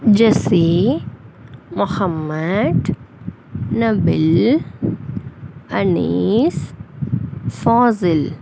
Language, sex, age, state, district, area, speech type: Tamil, female, 30-45, Tamil Nadu, Pudukkottai, rural, spontaneous